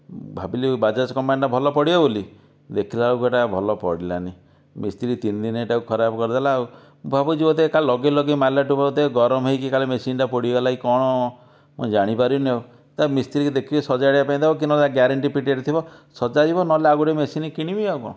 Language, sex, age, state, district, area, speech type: Odia, male, 45-60, Odisha, Dhenkanal, rural, spontaneous